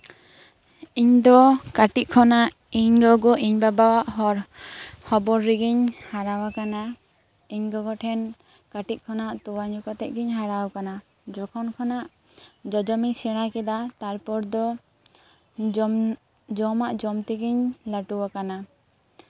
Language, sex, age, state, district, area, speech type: Santali, female, 18-30, West Bengal, Birbhum, rural, spontaneous